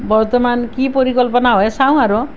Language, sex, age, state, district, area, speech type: Assamese, female, 45-60, Assam, Nalbari, rural, spontaneous